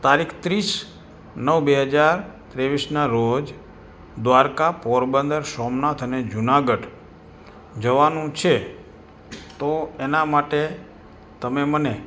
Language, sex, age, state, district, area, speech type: Gujarati, male, 45-60, Gujarat, Morbi, urban, spontaneous